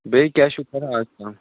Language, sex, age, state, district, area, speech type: Kashmiri, male, 18-30, Jammu and Kashmir, Bandipora, rural, conversation